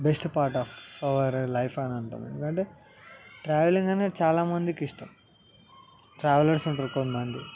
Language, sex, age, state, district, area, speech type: Telugu, male, 18-30, Telangana, Ranga Reddy, urban, spontaneous